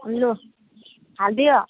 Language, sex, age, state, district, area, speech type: Nepali, female, 45-60, West Bengal, Alipurduar, rural, conversation